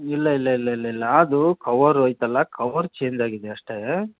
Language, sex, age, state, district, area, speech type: Kannada, male, 30-45, Karnataka, Vijayanagara, rural, conversation